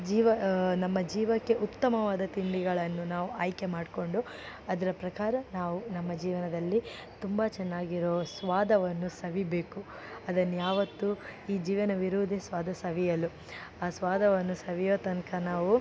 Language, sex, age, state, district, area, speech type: Kannada, female, 18-30, Karnataka, Dakshina Kannada, rural, spontaneous